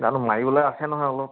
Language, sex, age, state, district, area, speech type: Assamese, male, 30-45, Assam, Charaideo, urban, conversation